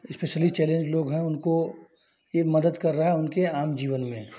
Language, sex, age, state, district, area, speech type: Hindi, male, 30-45, Uttar Pradesh, Chandauli, rural, spontaneous